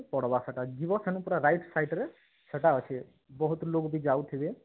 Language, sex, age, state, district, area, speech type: Odia, male, 45-60, Odisha, Boudh, rural, conversation